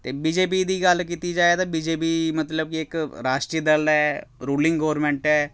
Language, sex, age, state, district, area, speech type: Dogri, male, 30-45, Jammu and Kashmir, Samba, rural, spontaneous